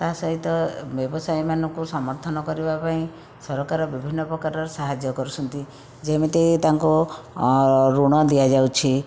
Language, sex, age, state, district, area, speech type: Odia, female, 30-45, Odisha, Bhadrak, rural, spontaneous